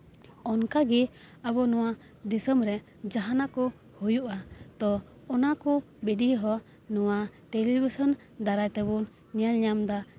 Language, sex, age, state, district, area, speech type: Santali, female, 18-30, West Bengal, Paschim Bardhaman, rural, spontaneous